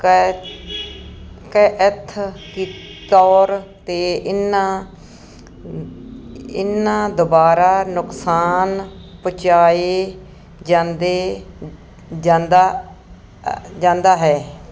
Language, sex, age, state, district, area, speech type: Punjabi, female, 60+, Punjab, Fazilka, rural, read